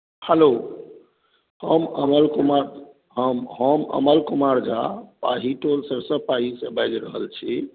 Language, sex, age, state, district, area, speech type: Maithili, male, 45-60, Bihar, Madhubani, rural, conversation